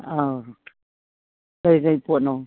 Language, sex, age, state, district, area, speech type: Manipuri, female, 60+, Manipur, Imphal East, rural, conversation